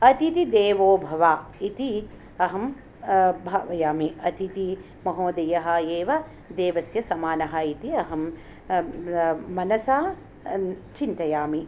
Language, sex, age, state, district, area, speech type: Sanskrit, female, 45-60, Karnataka, Hassan, rural, spontaneous